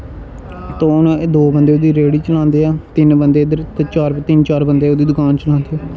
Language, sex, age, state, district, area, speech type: Dogri, male, 18-30, Jammu and Kashmir, Jammu, rural, spontaneous